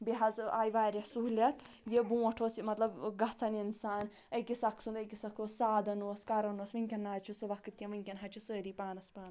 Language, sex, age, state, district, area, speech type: Kashmiri, female, 30-45, Jammu and Kashmir, Anantnag, rural, spontaneous